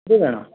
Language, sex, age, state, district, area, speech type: Sindhi, male, 60+, Delhi, South Delhi, rural, conversation